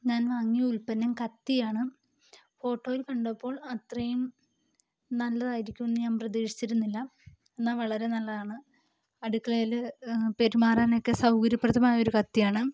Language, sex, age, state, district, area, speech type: Malayalam, female, 18-30, Kerala, Kottayam, rural, spontaneous